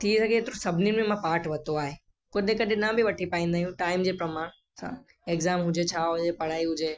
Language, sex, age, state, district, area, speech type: Sindhi, male, 18-30, Gujarat, Kutch, rural, spontaneous